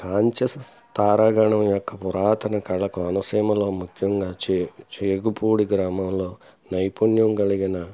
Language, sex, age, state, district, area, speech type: Telugu, male, 60+, Andhra Pradesh, Konaseema, rural, spontaneous